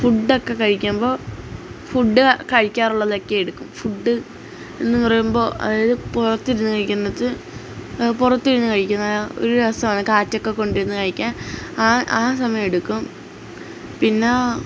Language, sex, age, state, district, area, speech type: Malayalam, female, 18-30, Kerala, Alappuzha, rural, spontaneous